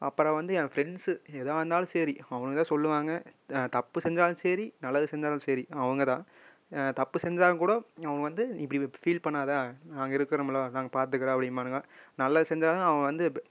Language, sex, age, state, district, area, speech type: Tamil, male, 18-30, Tamil Nadu, Erode, rural, spontaneous